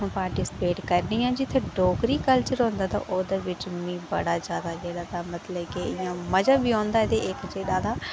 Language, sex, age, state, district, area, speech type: Dogri, female, 18-30, Jammu and Kashmir, Reasi, rural, spontaneous